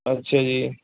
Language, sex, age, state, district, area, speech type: Punjabi, male, 30-45, Punjab, Mohali, urban, conversation